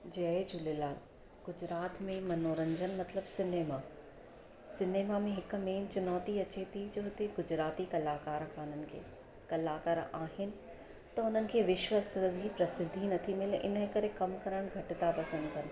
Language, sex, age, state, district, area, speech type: Sindhi, female, 45-60, Gujarat, Surat, urban, spontaneous